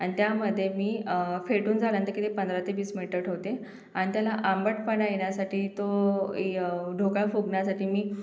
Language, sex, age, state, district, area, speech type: Marathi, female, 45-60, Maharashtra, Yavatmal, urban, spontaneous